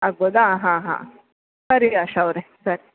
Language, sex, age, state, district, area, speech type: Kannada, female, 30-45, Karnataka, Udupi, rural, conversation